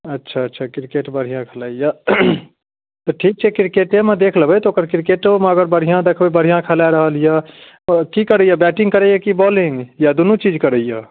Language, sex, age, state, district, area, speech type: Maithili, male, 30-45, Bihar, Darbhanga, urban, conversation